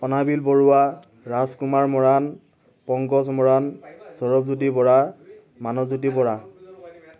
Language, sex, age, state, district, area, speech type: Assamese, male, 18-30, Assam, Tinsukia, urban, spontaneous